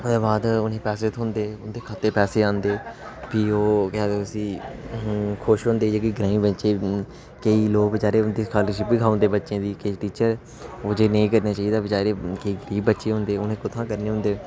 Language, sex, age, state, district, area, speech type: Dogri, male, 18-30, Jammu and Kashmir, Reasi, rural, spontaneous